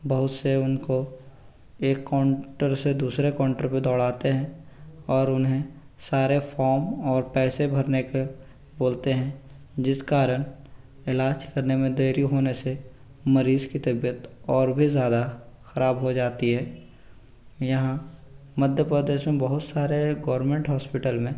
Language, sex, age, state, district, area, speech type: Hindi, male, 18-30, Madhya Pradesh, Bhopal, urban, spontaneous